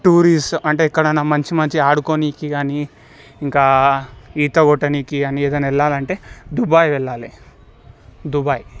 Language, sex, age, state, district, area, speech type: Telugu, male, 18-30, Telangana, Medchal, urban, spontaneous